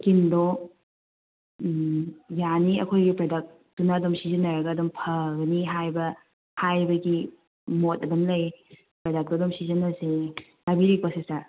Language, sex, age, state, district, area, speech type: Manipuri, female, 30-45, Manipur, Kangpokpi, urban, conversation